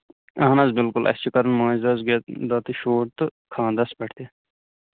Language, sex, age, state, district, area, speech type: Kashmiri, male, 30-45, Jammu and Kashmir, Kulgam, rural, conversation